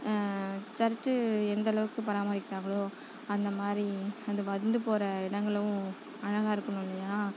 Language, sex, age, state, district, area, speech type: Tamil, female, 30-45, Tamil Nadu, Nagapattinam, rural, spontaneous